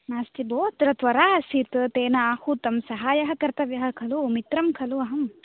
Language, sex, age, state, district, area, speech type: Sanskrit, female, 18-30, Tamil Nadu, Coimbatore, rural, conversation